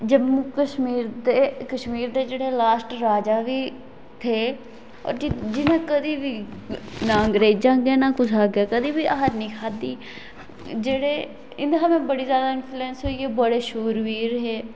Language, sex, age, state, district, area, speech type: Dogri, female, 18-30, Jammu and Kashmir, Kathua, rural, spontaneous